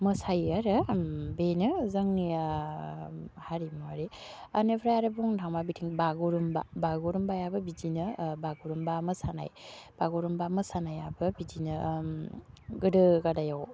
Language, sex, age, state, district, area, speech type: Bodo, female, 18-30, Assam, Udalguri, urban, spontaneous